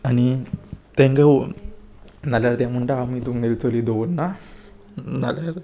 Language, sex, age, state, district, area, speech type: Goan Konkani, male, 18-30, Goa, Salcete, urban, spontaneous